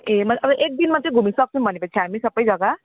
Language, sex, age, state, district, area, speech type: Nepali, female, 30-45, West Bengal, Jalpaiguri, rural, conversation